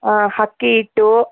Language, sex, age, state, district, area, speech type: Kannada, female, 45-60, Karnataka, Chikkaballapur, rural, conversation